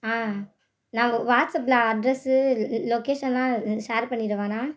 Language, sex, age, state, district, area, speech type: Tamil, female, 18-30, Tamil Nadu, Madurai, urban, spontaneous